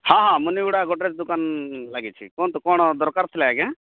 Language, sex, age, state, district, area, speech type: Odia, male, 45-60, Odisha, Rayagada, rural, conversation